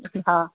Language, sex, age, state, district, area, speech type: Urdu, female, 45-60, Bihar, Gaya, urban, conversation